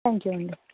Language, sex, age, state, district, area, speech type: Telugu, female, 18-30, Telangana, Mancherial, rural, conversation